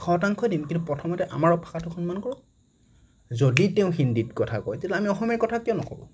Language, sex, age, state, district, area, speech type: Assamese, male, 60+, Assam, Nagaon, rural, spontaneous